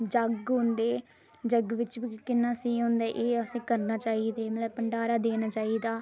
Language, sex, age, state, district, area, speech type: Dogri, female, 30-45, Jammu and Kashmir, Reasi, rural, spontaneous